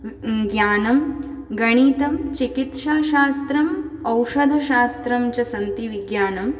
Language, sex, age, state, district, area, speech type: Sanskrit, female, 18-30, West Bengal, Dakshin Dinajpur, urban, spontaneous